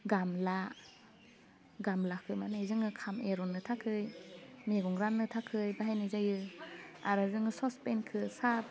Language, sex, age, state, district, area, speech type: Bodo, female, 30-45, Assam, Udalguri, urban, spontaneous